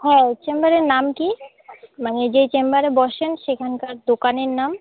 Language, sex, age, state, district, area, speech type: Bengali, female, 18-30, West Bengal, Jalpaiguri, rural, conversation